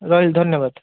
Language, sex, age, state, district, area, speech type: Odia, male, 45-60, Odisha, Bhadrak, rural, conversation